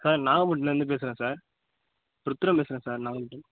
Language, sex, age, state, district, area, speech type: Tamil, male, 18-30, Tamil Nadu, Nagapattinam, rural, conversation